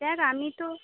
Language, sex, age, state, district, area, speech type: Bengali, female, 30-45, West Bengal, Jhargram, rural, conversation